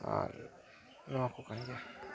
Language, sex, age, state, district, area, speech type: Santali, male, 18-30, West Bengal, Dakshin Dinajpur, rural, spontaneous